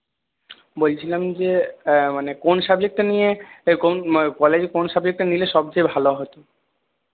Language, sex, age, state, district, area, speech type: Bengali, male, 30-45, West Bengal, Purulia, urban, conversation